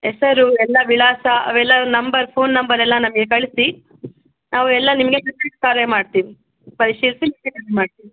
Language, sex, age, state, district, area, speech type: Kannada, female, 45-60, Karnataka, Davanagere, rural, conversation